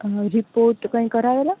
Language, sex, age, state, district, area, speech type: Gujarati, female, 18-30, Gujarat, Rajkot, urban, conversation